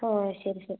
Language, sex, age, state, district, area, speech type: Malayalam, female, 18-30, Kerala, Palakkad, urban, conversation